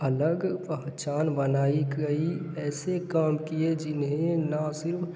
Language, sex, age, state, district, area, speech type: Hindi, male, 18-30, Bihar, Darbhanga, rural, spontaneous